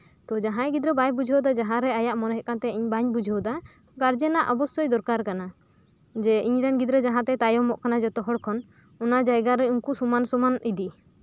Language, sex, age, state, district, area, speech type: Santali, female, 30-45, West Bengal, Birbhum, rural, spontaneous